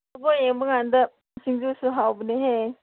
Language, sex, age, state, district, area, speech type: Manipuri, female, 30-45, Manipur, Chandel, rural, conversation